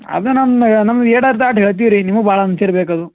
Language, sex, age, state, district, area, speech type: Kannada, male, 18-30, Karnataka, Gulbarga, urban, conversation